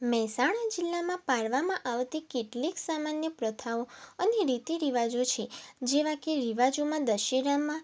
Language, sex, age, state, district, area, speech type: Gujarati, female, 18-30, Gujarat, Mehsana, rural, spontaneous